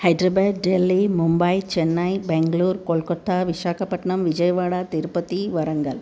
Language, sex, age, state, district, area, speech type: Telugu, female, 60+, Telangana, Medchal, urban, spontaneous